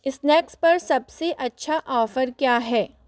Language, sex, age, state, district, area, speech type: Hindi, female, 30-45, Rajasthan, Jaipur, urban, read